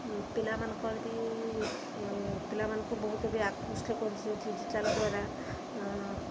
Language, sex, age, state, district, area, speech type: Odia, female, 30-45, Odisha, Sundergarh, urban, spontaneous